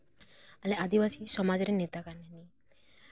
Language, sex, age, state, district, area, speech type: Santali, female, 18-30, West Bengal, Paschim Bardhaman, rural, spontaneous